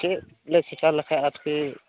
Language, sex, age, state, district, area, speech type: Santali, male, 18-30, West Bengal, Malda, rural, conversation